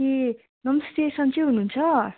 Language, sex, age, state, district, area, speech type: Nepali, female, 18-30, West Bengal, Kalimpong, rural, conversation